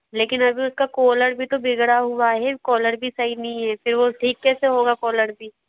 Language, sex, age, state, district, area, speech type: Hindi, female, 60+, Madhya Pradesh, Bhopal, urban, conversation